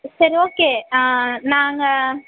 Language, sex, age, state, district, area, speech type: Tamil, female, 30-45, Tamil Nadu, Madurai, urban, conversation